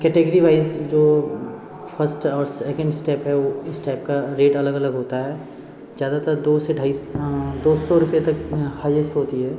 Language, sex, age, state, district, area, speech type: Hindi, male, 30-45, Bihar, Darbhanga, rural, spontaneous